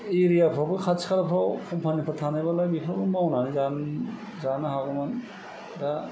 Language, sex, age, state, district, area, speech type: Bodo, male, 60+, Assam, Kokrajhar, rural, spontaneous